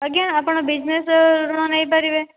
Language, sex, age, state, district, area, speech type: Odia, female, 30-45, Odisha, Dhenkanal, rural, conversation